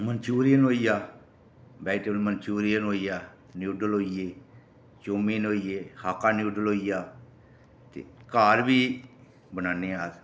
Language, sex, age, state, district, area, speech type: Dogri, male, 30-45, Jammu and Kashmir, Reasi, rural, spontaneous